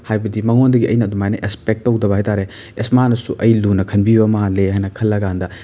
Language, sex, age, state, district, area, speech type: Manipuri, male, 45-60, Manipur, Imphal East, urban, spontaneous